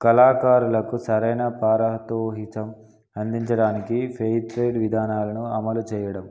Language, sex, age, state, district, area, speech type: Telugu, male, 18-30, Telangana, Peddapalli, urban, spontaneous